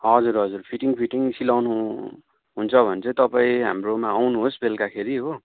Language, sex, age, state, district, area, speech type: Nepali, male, 45-60, West Bengal, Darjeeling, rural, conversation